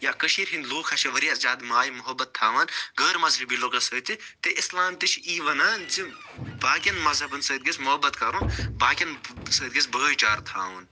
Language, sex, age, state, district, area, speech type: Kashmiri, male, 45-60, Jammu and Kashmir, Budgam, urban, spontaneous